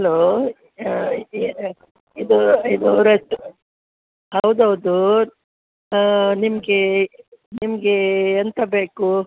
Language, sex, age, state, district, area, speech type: Kannada, female, 60+, Karnataka, Udupi, rural, conversation